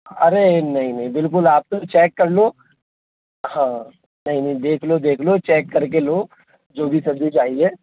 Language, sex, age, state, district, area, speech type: Hindi, male, 18-30, Madhya Pradesh, Jabalpur, urban, conversation